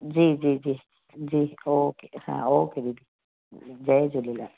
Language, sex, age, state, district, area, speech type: Sindhi, female, 45-60, Gujarat, Kutch, urban, conversation